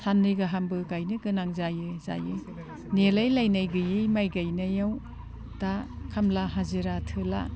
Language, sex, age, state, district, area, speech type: Bodo, female, 60+, Assam, Udalguri, rural, spontaneous